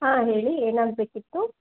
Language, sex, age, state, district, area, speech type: Kannada, female, 18-30, Karnataka, Chitradurga, urban, conversation